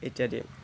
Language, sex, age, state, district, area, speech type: Assamese, male, 18-30, Assam, Tinsukia, urban, spontaneous